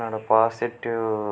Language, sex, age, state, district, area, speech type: Tamil, male, 45-60, Tamil Nadu, Mayiladuthurai, rural, spontaneous